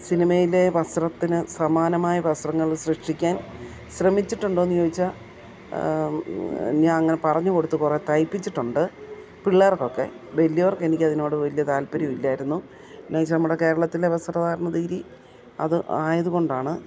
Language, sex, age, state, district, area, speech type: Malayalam, female, 60+, Kerala, Idukki, rural, spontaneous